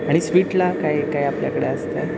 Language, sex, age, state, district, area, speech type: Marathi, male, 30-45, Maharashtra, Satara, urban, spontaneous